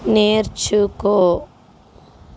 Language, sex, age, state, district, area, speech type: Telugu, female, 45-60, Telangana, Mancherial, rural, read